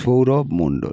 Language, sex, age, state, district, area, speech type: Bengali, male, 18-30, West Bengal, North 24 Parganas, urban, spontaneous